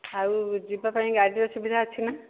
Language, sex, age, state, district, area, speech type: Odia, female, 30-45, Odisha, Dhenkanal, rural, conversation